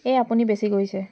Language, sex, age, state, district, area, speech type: Assamese, female, 30-45, Assam, Sivasagar, rural, spontaneous